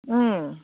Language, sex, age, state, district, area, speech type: Bodo, female, 30-45, Assam, Baksa, rural, conversation